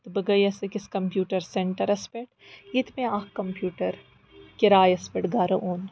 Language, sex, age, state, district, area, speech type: Kashmiri, female, 45-60, Jammu and Kashmir, Srinagar, urban, spontaneous